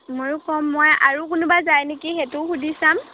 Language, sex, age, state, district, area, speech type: Assamese, female, 18-30, Assam, Golaghat, urban, conversation